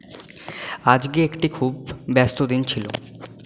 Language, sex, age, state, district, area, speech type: Bengali, male, 18-30, West Bengal, Purba Bardhaman, urban, read